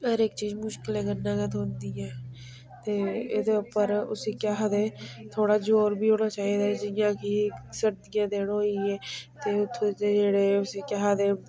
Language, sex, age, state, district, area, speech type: Dogri, female, 30-45, Jammu and Kashmir, Udhampur, rural, spontaneous